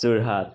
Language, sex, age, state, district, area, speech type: Assamese, male, 60+, Assam, Kamrup Metropolitan, urban, spontaneous